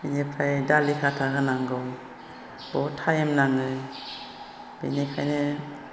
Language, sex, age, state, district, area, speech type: Bodo, female, 60+, Assam, Chirang, rural, spontaneous